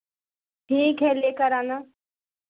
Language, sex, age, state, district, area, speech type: Hindi, female, 30-45, Uttar Pradesh, Pratapgarh, rural, conversation